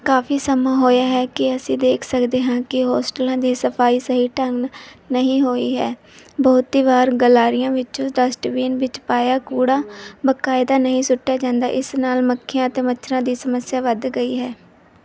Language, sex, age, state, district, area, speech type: Punjabi, female, 18-30, Punjab, Mansa, urban, read